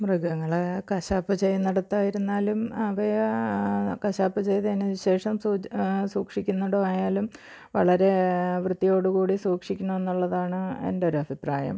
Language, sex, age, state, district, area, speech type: Malayalam, female, 45-60, Kerala, Thiruvananthapuram, rural, spontaneous